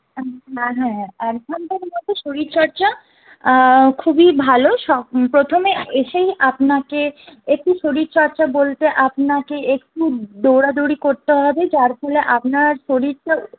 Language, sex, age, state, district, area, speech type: Bengali, female, 18-30, West Bengal, Purulia, urban, conversation